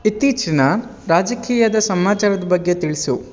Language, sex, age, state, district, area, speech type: Kannada, male, 30-45, Karnataka, Bangalore Rural, rural, read